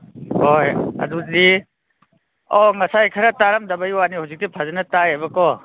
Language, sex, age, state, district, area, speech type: Manipuri, male, 45-60, Manipur, Kangpokpi, urban, conversation